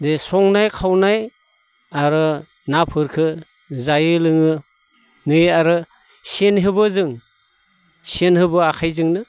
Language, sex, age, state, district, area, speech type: Bodo, male, 60+, Assam, Baksa, rural, spontaneous